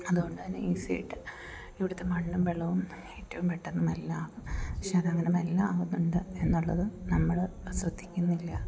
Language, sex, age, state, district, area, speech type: Malayalam, female, 30-45, Kerala, Idukki, rural, spontaneous